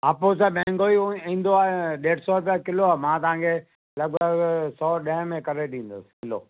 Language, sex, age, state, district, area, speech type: Sindhi, male, 45-60, Gujarat, Kutch, urban, conversation